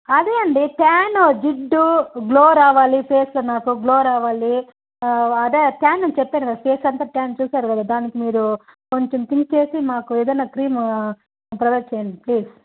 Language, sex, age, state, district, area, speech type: Telugu, female, 30-45, Andhra Pradesh, Chittoor, rural, conversation